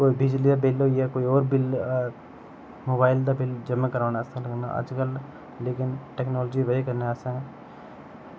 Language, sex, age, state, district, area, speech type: Dogri, male, 30-45, Jammu and Kashmir, Udhampur, rural, spontaneous